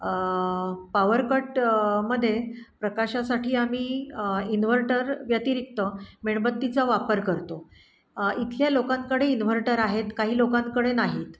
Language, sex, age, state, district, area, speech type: Marathi, female, 45-60, Maharashtra, Pune, urban, spontaneous